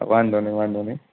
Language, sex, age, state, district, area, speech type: Gujarati, male, 18-30, Gujarat, Morbi, urban, conversation